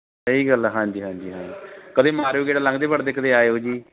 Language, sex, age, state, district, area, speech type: Punjabi, male, 30-45, Punjab, Barnala, rural, conversation